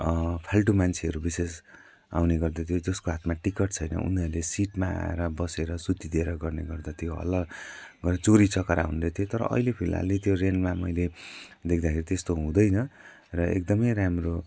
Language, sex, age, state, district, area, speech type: Nepali, male, 45-60, West Bengal, Jalpaiguri, urban, spontaneous